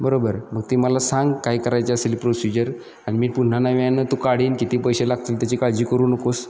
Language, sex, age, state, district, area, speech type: Marathi, male, 30-45, Maharashtra, Satara, urban, spontaneous